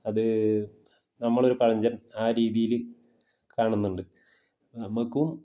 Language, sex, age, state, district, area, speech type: Malayalam, male, 30-45, Kerala, Kasaragod, rural, spontaneous